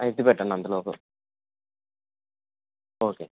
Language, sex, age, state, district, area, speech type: Telugu, male, 18-30, Andhra Pradesh, Anantapur, urban, conversation